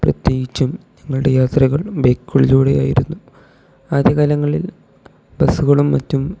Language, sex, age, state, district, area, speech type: Malayalam, male, 18-30, Kerala, Kozhikode, rural, spontaneous